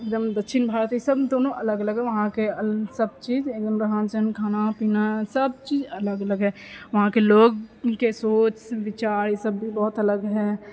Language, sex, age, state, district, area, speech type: Maithili, female, 18-30, Bihar, Purnia, rural, spontaneous